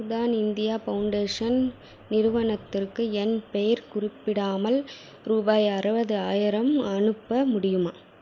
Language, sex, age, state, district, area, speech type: Tamil, female, 30-45, Tamil Nadu, Krishnagiri, rural, read